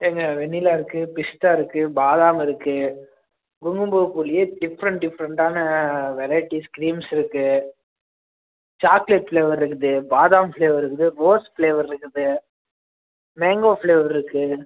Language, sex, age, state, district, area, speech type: Tamil, male, 18-30, Tamil Nadu, Namakkal, rural, conversation